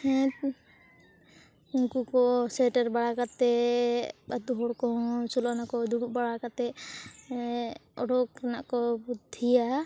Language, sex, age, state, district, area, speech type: Santali, female, 18-30, West Bengal, Purulia, rural, spontaneous